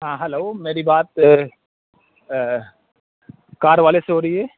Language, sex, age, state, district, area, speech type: Urdu, male, 18-30, Bihar, Purnia, rural, conversation